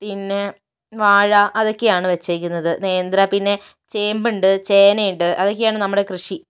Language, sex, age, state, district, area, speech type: Malayalam, female, 60+, Kerala, Kozhikode, rural, spontaneous